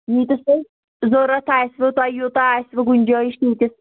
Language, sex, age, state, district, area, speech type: Kashmiri, female, 18-30, Jammu and Kashmir, Anantnag, rural, conversation